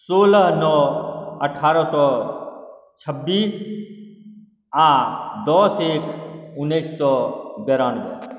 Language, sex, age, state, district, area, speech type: Maithili, male, 45-60, Bihar, Supaul, urban, spontaneous